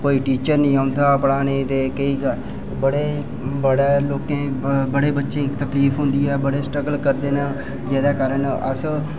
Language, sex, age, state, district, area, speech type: Dogri, male, 18-30, Jammu and Kashmir, Udhampur, rural, spontaneous